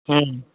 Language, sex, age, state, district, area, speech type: Bengali, male, 18-30, West Bengal, North 24 Parganas, rural, conversation